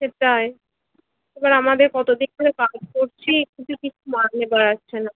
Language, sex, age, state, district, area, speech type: Bengali, female, 30-45, West Bengal, Birbhum, urban, conversation